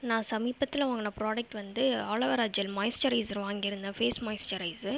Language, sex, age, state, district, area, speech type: Tamil, female, 18-30, Tamil Nadu, Viluppuram, rural, spontaneous